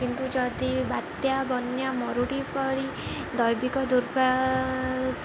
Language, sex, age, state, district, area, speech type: Odia, female, 18-30, Odisha, Jagatsinghpur, rural, spontaneous